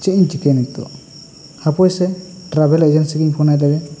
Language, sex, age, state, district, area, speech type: Santali, male, 18-30, West Bengal, Bankura, rural, spontaneous